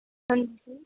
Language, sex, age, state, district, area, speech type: Punjabi, female, 18-30, Punjab, Ludhiana, rural, conversation